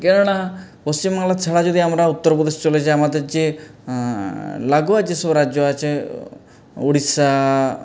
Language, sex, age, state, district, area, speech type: Bengali, male, 45-60, West Bengal, Purulia, urban, spontaneous